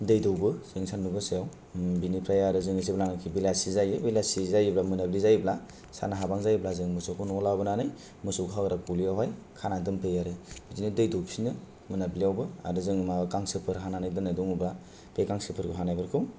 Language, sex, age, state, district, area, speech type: Bodo, male, 18-30, Assam, Kokrajhar, rural, spontaneous